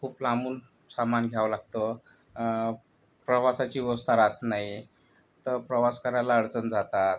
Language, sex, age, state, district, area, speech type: Marathi, male, 45-60, Maharashtra, Yavatmal, rural, spontaneous